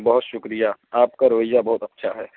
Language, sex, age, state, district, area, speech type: Urdu, male, 18-30, Uttar Pradesh, Balrampur, rural, conversation